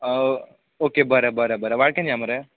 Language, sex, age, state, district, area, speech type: Goan Konkani, male, 18-30, Goa, Bardez, urban, conversation